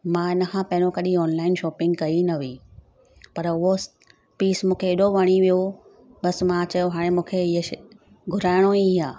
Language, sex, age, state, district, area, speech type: Sindhi, female, 45-60, Gujarat, Surat, urban, spontaneous